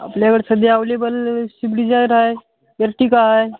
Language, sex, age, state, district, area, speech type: Marathi, male, 18-30, Maharashtra, Hingoli, urban, conversation